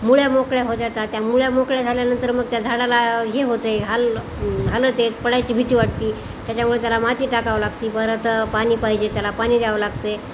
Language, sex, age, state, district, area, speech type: Marathi, female, 60+, Maharashtra, Nanded, urban, spontaneous